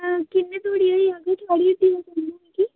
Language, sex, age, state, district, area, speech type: Dogri, female, 18-30, Jammu and Kashmir, Udhampur, rural, conversation